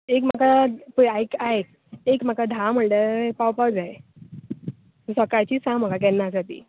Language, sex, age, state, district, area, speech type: Goan Konkani, female, 30-45, Goa, Tiswadi, rural, conversation